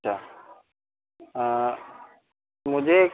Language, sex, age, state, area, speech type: Hindi, male, 30-45, Madhya Pradesh, rural, conversation